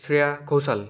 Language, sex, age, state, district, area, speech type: Bengali, male, 18-30, West Bengal, Purba Medinipur, rural, spontaneous